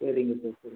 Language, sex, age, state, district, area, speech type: Tamil, male, 18-30, Tamil Nadu, Pudukkottai, rural, conversation